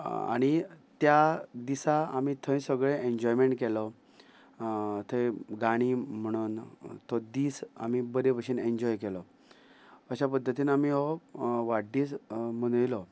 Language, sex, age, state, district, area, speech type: Goan Konkani, male, 45-60, Goa, Ponda, rural, spontaneous